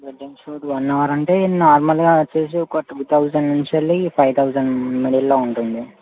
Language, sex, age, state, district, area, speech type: Telugu, male, 18-30, Telangana, Mancherial, urban, conversation